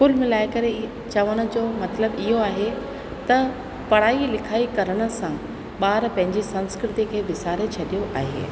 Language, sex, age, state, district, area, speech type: Sindhi, female, 45-60, Rajasthan, Ajmer, urban, spontaneous